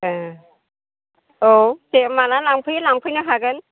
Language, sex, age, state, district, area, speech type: Bodo, female, 60+, Assam, Chirang, urban, conversation